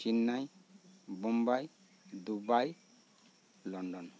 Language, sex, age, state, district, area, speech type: Santali, male, 45-60, West Bengal, Birbhum, rural, spontaneous